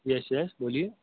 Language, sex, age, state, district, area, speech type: Urdu, male, 18-30, Delhi, North West Delhi, urban, conversation